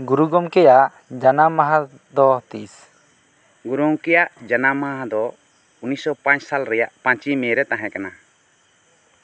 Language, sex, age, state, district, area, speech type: Santali, male, 30-45, West Bengal, Bankura, rural, spontaneous